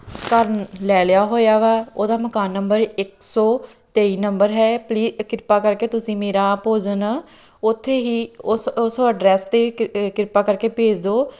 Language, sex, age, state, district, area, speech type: Punjabi, female, 30-45, Punjab, Tarn Taran, rural, spontaneous